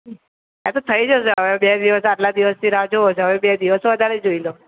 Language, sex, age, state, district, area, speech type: Gujarati, male, 18-30, Gujarat, Aravalli, urban, conversation